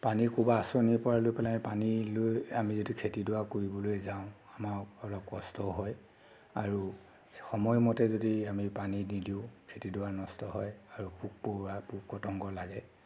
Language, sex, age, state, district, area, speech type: Assamese, male, 30-45, Assam, Nagaon, rural, spontaneous